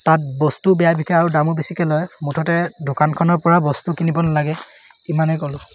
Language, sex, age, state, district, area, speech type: Assamese, male, 18-30, Assam, Sivasagar, rural, spontaneous